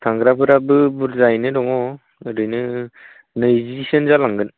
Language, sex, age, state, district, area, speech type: Bodo, male, 18-30, Assam, Baksa, rural, conversation